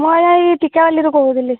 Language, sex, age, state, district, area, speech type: Odia, female, 18-30, Odisha, Kandhamal, rural, conversation